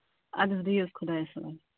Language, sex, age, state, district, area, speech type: Kashmiri, female, 30-45, Jammu and Kashmir, Ganderbal, rural, conversation